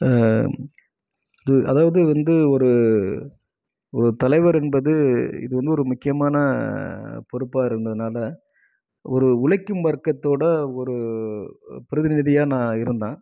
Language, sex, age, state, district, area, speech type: Tamil, male, 30-45, Tamil Nadu, Krishnagiri, rural, spontaneous